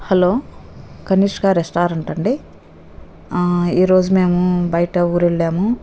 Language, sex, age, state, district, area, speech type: Telugu, female, 60+, Andhra Pradesh, Nellore, rural, spontaneous